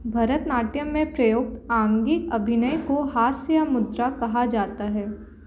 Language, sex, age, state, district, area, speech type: Hindi, female, 18-30, Madhya Pradesh, Jabalpur, urban, read